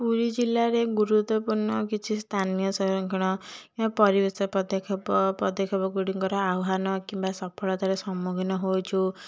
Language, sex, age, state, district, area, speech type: Odia, female, 18-30, Odisha, Puri, urban, spontaneous